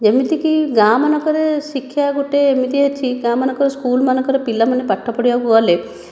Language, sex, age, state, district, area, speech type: Odia, female, 30-45, Odisha, Khordha, rural, spontaneous